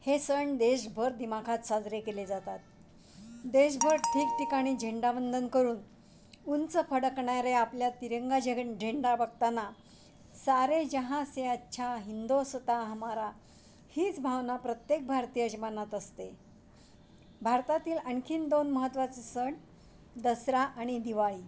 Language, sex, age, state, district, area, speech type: Marathi, female, 60+, Maharashtra, Pune, urban, spontaneous